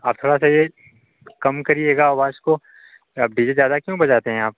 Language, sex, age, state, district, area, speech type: Hindi, male, 30-45, Uttar Pradesh, Bhadohi, rural, conversation